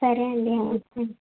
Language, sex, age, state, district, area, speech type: Telugu, female, 18-30, Andhra Pradesh, N T Rama Rao, urban, conversation